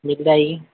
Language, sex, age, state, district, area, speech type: Hindi, male, 30-45, Madhya Pradesh, Harda, urban, conversation